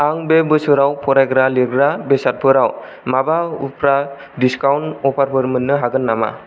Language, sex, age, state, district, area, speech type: Bodo, male, 18-30, Assam, Kokrajhar, rural, read